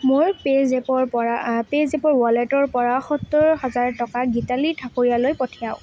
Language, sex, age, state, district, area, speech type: Assamese, female, 18-30, Assam, Kamrup Metropolitan, rural, read